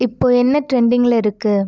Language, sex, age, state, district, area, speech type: Tamil, female, 30-45, Tamil Nadu, Ariyalur, rural, read